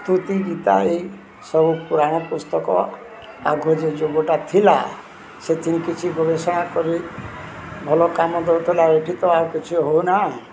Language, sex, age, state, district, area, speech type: Odia, male, 60+, Odisha, Balangir, urban, spontaneous